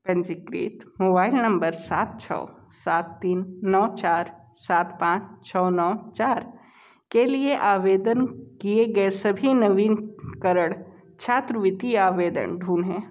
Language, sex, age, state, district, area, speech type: Hindi, male, 18-30, Uttar Pradesh, Sonbhadra, rural, read